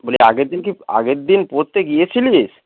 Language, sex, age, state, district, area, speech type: Bengali, male, 45-60, West Bengal, Dakshin Dinajpur, rural, conversation